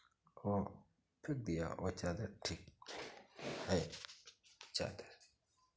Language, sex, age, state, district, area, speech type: Hindi, male, 45-60, Uttar Pradesh, Chandauli, rural, spontaneous